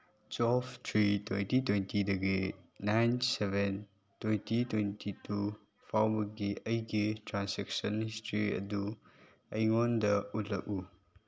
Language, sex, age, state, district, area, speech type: Manipuri, male, 18-30, Manipur, Chandel, rural, read